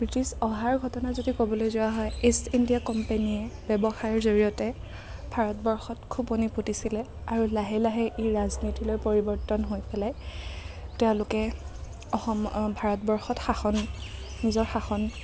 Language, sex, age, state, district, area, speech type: Assamese, female, 30-45, Assam, Kamrup Metropolitan, urban, spontaneous